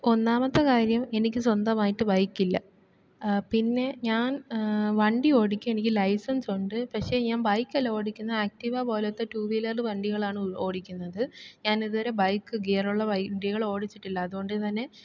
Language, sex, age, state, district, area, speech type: Malayalam, female, 18-30, Kerala, Thiruvananthapuram, urban, spontaneous